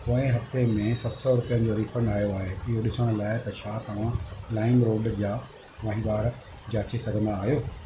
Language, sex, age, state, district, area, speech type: Sindhi, male, 60+, Maharashtra, Thane, urban, read